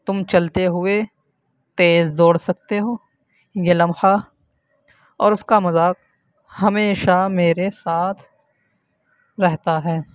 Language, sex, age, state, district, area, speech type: Urdu, male, 18-30, Uttar Pradesh, Saharanpur, urban, spontaneous